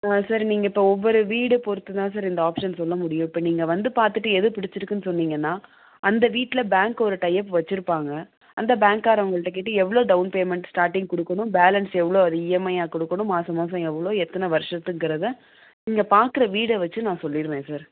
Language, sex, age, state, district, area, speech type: Tamil, female, 45-60, Tamil Nadu, Madurai, urban, conversation